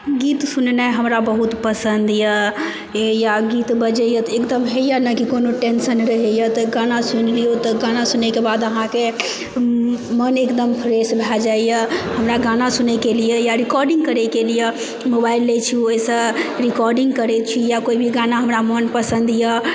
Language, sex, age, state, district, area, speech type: Maithili, female, 30-45, Bihar, Supaul, rural, spontaneous